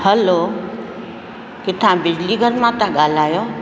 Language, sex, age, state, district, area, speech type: Sindhi, female, 60+, Rajasthan, Ajmer, urban, spontaneous